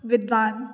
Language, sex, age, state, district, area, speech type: Maithili, female, 60+, Bihar, Madhubani, rural, spontaneous